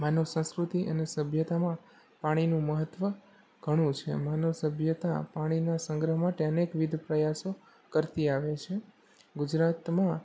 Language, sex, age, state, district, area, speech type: Gujarati, male, 18-30, Gujarat, Rajkot, urban, spontaneous